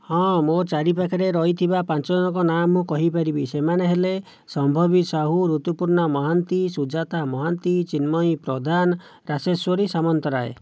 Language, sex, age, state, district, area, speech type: Odia, male, 18-30, Odisha, Jajpur, rural, spontaneous